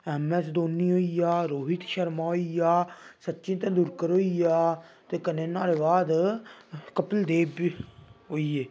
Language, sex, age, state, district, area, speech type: Dogri, male, 18-30, Jammu and Kashmir, Samba, rural, spontaneous